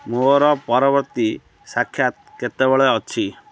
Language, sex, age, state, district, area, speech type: Odia, male, 30-45, Odisha, Kendrapara, urban, read